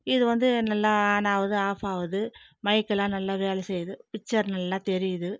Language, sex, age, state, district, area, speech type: Tamil, female, 45-60, Tamil Nadu, Viluppuram, rural, spontaneous